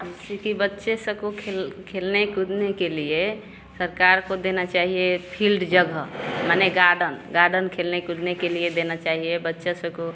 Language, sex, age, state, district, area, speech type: Hindi, female, 30-45, Bihar, Vaishali, rural, spontaneous